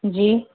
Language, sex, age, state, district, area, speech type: Urdu, female, 45-60, Bihar, Gaya, urban, conversation